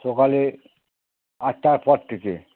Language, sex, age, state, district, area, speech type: Bengali, male, 60+, West Bengal, Hooghly, rural, conversation